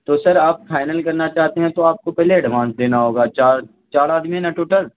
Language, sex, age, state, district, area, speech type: Urdu, male, 18-30, Bihar, Saharsa, rural, conversation